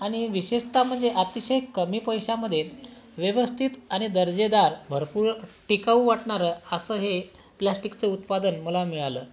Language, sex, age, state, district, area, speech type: Marathi, male, 30-45, Maharashtra, Washim, rural, spontaneous